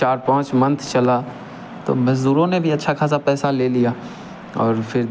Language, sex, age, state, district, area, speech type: Hindi, male, 18-30, Bihar, Begusarai, rural, spontaneous